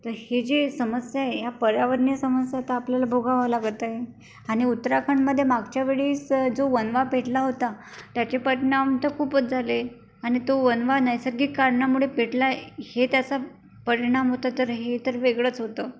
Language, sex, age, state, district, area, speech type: Marathi, female, 18-30, Maharashtra, Amravati, rural, spontaneous